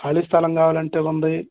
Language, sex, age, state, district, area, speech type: Telugu, male, 60+, Andhra Pradesh, Guntur, urban, conversation